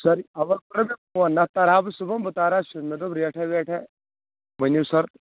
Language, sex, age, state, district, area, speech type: Kashmiri, male, 18-30, Jammu and Kashmir, Anantnag, rural, conversation